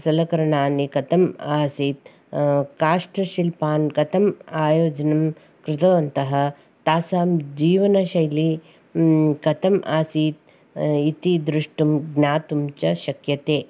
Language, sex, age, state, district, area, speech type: Sanskrit, female, 45-60, Karnataka, Bangalore Urban, urban, spontaneous